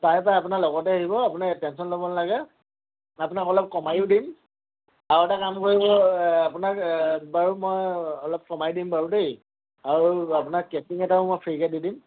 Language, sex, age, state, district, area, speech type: Assamese, male, 30-45, Assam, Dhemaji, rural, conversation